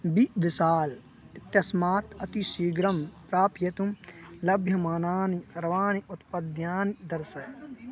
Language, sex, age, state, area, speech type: Sanskrit, male, 18-30, Uttar Pradesh, urban, read